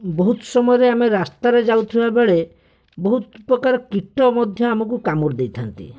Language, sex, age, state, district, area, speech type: Odia, male, 18-30, Odisha, Bhadrak, rural, spontaneous